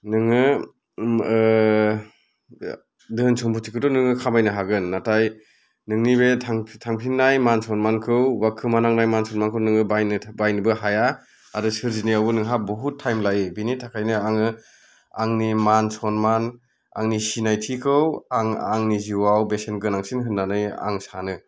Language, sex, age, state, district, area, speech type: Bodo, male, 45-60, Assam, Kokrajhar, rural, spontaneous